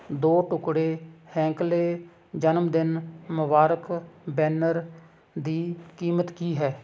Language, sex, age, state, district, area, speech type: Punjabi, male, 45-60, Punjab, Hoshiarpur, rural, read